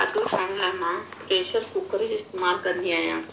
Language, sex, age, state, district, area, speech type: Sindhi, female, 30-45, Madhya Pradesh, Katni, rural, spontaneous